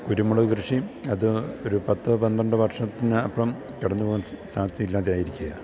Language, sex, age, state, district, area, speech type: Malayalam, male, 45-60, Kerala, Idukki, rural, spontaneous